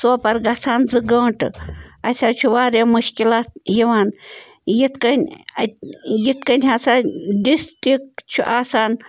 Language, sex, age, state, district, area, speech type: Kashmiri, female, 30-45, Jammu and Kashmir, Bandipora, rural, spontaneous